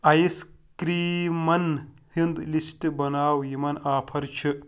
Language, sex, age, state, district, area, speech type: Kashmiri, male, 30-45, Jammu and Kashmir, Pulwama, urban, read